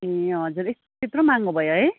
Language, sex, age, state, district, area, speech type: Nepali, female, 45-60, West Bengal, Kalimpong, rural, conversation